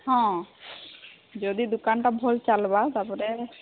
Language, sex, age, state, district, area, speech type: Odia, female, 30-45, Odisha, Sambalpur, rural, conversation